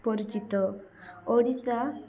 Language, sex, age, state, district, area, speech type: Odia, female, 18-30, Odisha, Koraput, urban, spontaneous